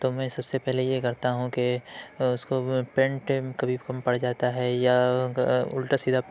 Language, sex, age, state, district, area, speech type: Urdu, male, 18-30, Uttar Pradesh, Lucknow, urban, spontaneous